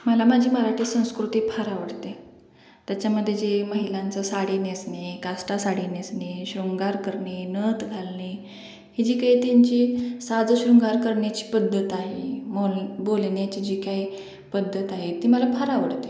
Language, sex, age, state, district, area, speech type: Marathi, female, 18-30, Maharashtra, Sangli, rural, spontaneous